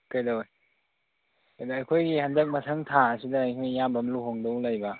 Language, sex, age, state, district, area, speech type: Manipuri, male, 18-30, Manipur, Tengnoupal, rural, conversation